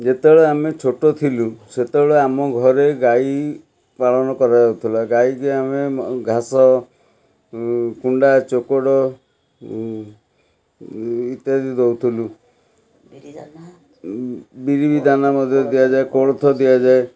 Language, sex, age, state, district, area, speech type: Odia, male, 45-60, Odisha, Cuttack, urban, spontaneous